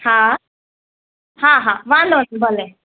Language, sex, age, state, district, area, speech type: Sindhi, female, 18-30, Gujarat, Kutch, urban, conversation